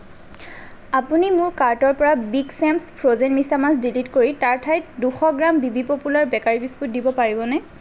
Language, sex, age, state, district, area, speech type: Assamese, female, 30-45, Assam, Lakhimpur, rural, read